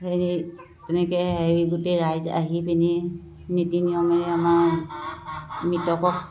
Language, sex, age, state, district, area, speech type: Assamese, female, 60+, Assam, Dibrugarh, urban, spontaneous